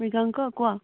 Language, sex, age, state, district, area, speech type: Assamese, female, 18-30, Assam, Biswanath, rural, conversation